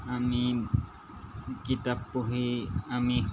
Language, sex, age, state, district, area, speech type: Assamese, male, 30-45, Assam, Golaghat, urban, spontaneous